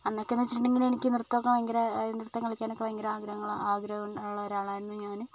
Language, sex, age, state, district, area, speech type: Malayalam, female, 18-30, Kerala, Kozhikode, urban, spontaneous